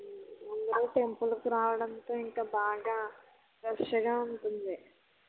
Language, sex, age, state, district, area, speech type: Telugu, female, 18-30, Andhra Pradesh, West Godavari, rural, conversation